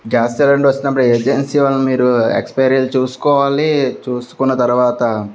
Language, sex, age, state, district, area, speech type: Telugu, male, 30-45, Andhra Pradesh, Anakapalli, rural, spontaneous